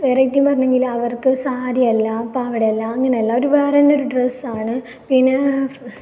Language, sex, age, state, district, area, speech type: Malayalam, female, 18-30, Kerala, Kasaragod, rural, spontaneous